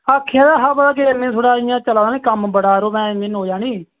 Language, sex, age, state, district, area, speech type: Dogri, male, 30-45, Jammu and Kashmir, Reasi, rural, conversation